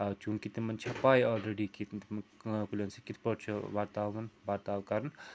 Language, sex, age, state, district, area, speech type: Kashmiri, male, 30-45, Jammu and Kashmir, Srinagar, urban, spontaneous